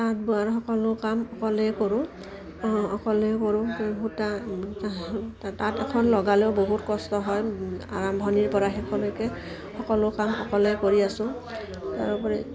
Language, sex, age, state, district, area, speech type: Assamese, female, 45-60, Assam, Udalguri, rural, spontaneous